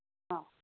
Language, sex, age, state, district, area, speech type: Assamese, female, 60+, Assam, Golaghat, rural, conversation